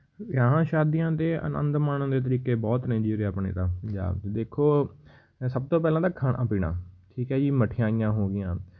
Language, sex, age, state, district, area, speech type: Punjabi, male, 18-30, Punjab, Patiala, rural, spontaneous